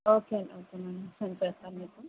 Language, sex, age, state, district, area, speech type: Telugu, female, 18-30, Andhra Pradesh, Kakinada, urban, conversation